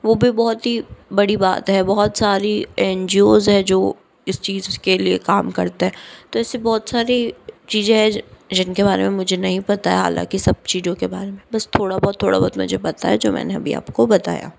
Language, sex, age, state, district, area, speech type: Hindi, female, 45-60, Rajasthan, Jodhpur, urban, spontaneous